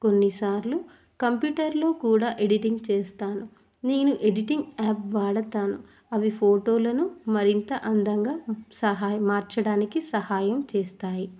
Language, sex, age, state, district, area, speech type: Telugu, female, 30-45, Telangana, Hanamkonda, urban, spontaneous